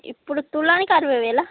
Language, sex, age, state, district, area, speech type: Telugu, female, 45-60, Andhra Pradesh, Srikakulam, urban, conversation